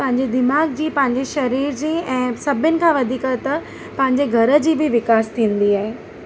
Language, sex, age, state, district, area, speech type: Sindhi, female, 30-45, Maharashtra, Mumbai Suburban, urban, spontaneous